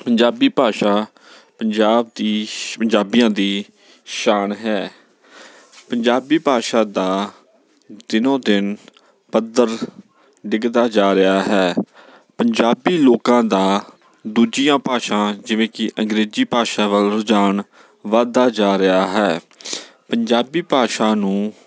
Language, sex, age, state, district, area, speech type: Punjabi, male, 30-45, Punjab, Bathinda, urban, spontaneous